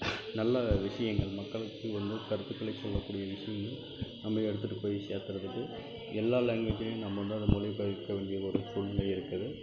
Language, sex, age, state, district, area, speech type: Tamil, male, 45-60, Tamil Nadu, Krishnagiri, rural, spontaneous